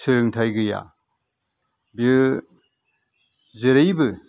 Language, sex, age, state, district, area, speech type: Bodo, male, 60+, Assam, Udalguri, urban, spontaneous